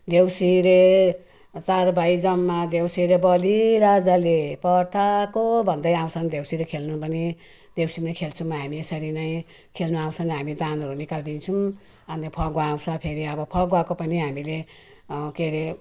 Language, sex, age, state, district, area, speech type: Nepali, female, 60+, West Bengal, Jalpaiguri, rural, spontaneous